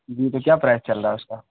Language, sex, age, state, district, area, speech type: Urdu, male, 30-45, Bihar, Khagaria, rural, conversation